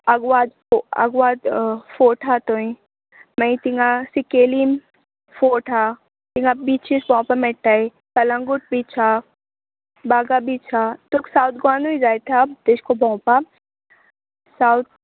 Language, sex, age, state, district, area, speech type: Goan Konkani, female, 18-30, Goa, Murmgao, rural, conversation